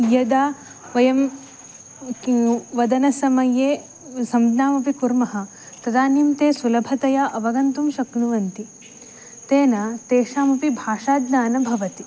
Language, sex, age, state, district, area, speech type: Sanskrit, female, 18-30, Karnataka, Uttara Kannada, rural, spontaneous